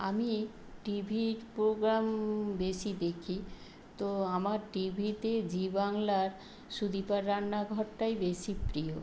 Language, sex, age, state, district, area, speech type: Bengali, female, 60+, West Bengal, Nadia, rural, spontaneous